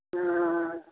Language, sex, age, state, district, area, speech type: Manipuri, male, 60+, Manipur, Kakching, rural, conversation